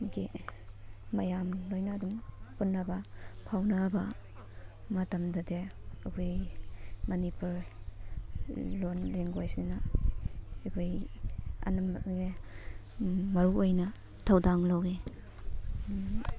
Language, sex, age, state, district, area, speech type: Manipuri, female, 18-30, Manipur, Thoubal, rural, spontaneous